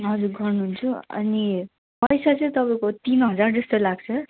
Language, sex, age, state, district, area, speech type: Nepali, female, 30-45, West Bengal, Darjeeling, rural, conversation